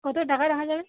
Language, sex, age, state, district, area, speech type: Bengali, female, 18-30, West Bengal, Uttar Dinajpur, urban, conversation